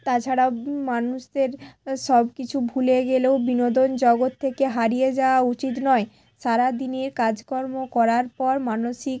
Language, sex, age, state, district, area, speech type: Bengali, female, 18-30, West Bengal, Hooghly, urban, spontaneous